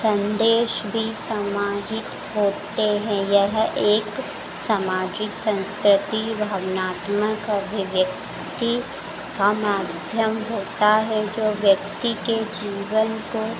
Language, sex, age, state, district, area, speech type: Hindi, female, 18-30, Madhya Pradesh, Harda, urban, spontaneous